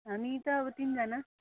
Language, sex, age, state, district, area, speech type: Nepali, female, 30-45, West Bengal, Kalimpong, rural, conversation